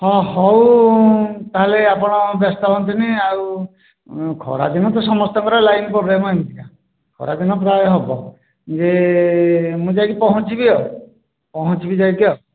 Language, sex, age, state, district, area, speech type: Odia, male, 45-60, Odisha, Nayagarh, rural, conversation